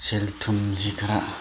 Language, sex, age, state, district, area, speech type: Manipuri, male, 30-45, Manipur, Chandel, rural, spontaneous